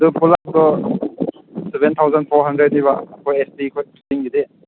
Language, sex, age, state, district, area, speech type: Manipuri, male, 18-30, Manipur, Kangpokpi, urban, conversation